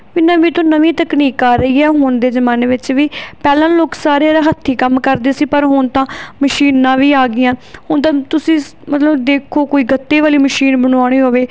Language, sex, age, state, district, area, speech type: Punjabi, female, 18-30, Punjab, Barnala, urban, spontaneous